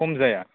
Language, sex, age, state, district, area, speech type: Bodo, male, 18-30, Assam, Kokrajhar, rural, conversation